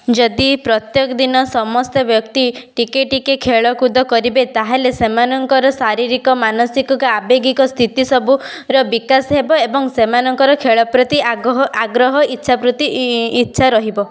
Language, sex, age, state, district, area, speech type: Odia, female, 18-30, Odisha, Balasore, rural, spontaneous